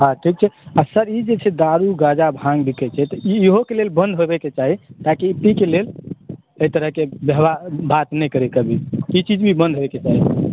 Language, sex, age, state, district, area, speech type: Maithili, male, 30-45, Bihar, Supaul, rural, conversation